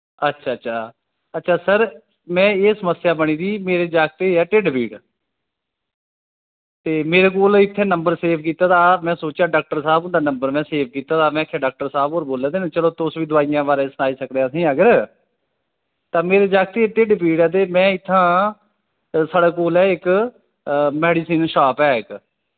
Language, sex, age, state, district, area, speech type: Dogri, male, 30-45, Jammu and Kashmir, Udhampur, rural, conversation